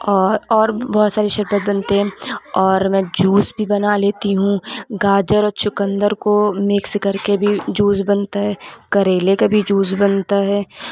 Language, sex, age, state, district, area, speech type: Urdu, female, 30-45, Uttar Pradesh, Lucknow, rural, spontaneous